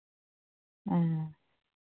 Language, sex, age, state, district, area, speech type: Santali, female, 30-45, Jharkhand, East Singhbhum, rural, conversation